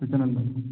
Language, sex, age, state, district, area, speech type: Marathi, male, 18-30, Maharashtra, Washim, rural, conversation